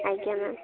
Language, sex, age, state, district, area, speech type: Odia, female, 18-30, Odisha, Kendrapara, urban, conversation